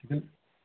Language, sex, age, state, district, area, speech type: Odia, male, 30-45, Odisha, Bargarh, urban, conversation